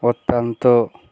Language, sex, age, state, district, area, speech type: Bengali, male, 60+, West Bengal, Bankura, urban, spontaneous